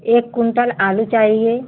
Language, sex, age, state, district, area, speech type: Hindi, female, 30-45, Uttar Pradesh, Azamgarh, rural, conversation